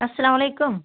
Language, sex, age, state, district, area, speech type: Kashmiri, female, 30-45, Jammu and Kashmir, Budgam, rural, conversation